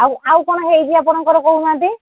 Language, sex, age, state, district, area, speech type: Odia, female, 45-60, Odisha, Angul, rural, conversation